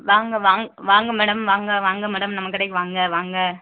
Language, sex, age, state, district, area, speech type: Tamil, female, 18-30, Tamil Nadu, Virudhunagar, rural, conversation